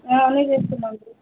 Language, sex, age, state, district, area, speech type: Telugu, female, 30-45, Telangana, Nizamabad, urban, conversation